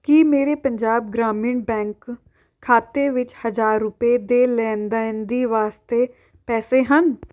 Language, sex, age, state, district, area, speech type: Punjabi, female, 18-30, Punjab, Amritsar, urban, read